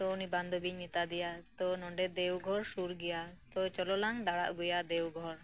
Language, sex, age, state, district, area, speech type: Santali, female, 30-45, West Bengal, Birbhum, rural, spontaneous